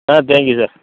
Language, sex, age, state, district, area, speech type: Tamil, male, 45-60, Tamil Nadu, Madurai, rural, conversation